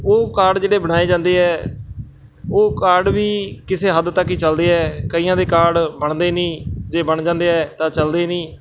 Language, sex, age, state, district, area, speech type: Punjabi, male, 30-45, Punjab, Mansa, urban, spontaneous